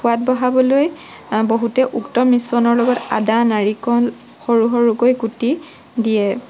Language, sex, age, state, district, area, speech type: Assamese, female, 18-30, Assam, Morigaon, rural, spontaneous